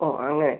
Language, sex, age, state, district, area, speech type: Malayalam, male, 30-45, Kerala, Palakkad, rural, conversation